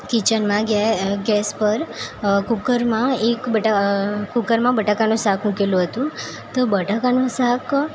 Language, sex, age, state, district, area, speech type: Gujarati, female, 18-30, Gujarat, Valsad, rural, spontaneous